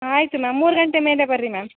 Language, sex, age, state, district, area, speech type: Kannada, female, 18-30, Karnataka, Bellary, rural, conversation